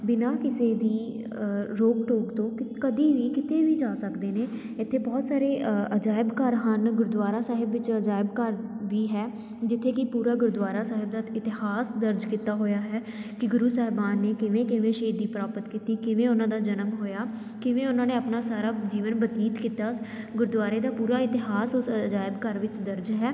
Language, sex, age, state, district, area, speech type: Punjabi, female, 18-30, Punjab, Tarn Taran, urban, spontaneous